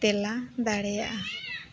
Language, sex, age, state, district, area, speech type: Santali, female, 45-60, Odisha, Mayurbhanj, rural, spontaneous